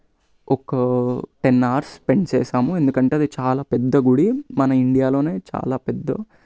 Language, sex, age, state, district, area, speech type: Telugu, male, 18-30, Telangana, Vikarabad, urban, spontaneous